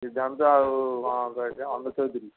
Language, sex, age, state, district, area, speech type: Odia, male, 45-60, Odisha, Jagatsinghpur, rural, conversation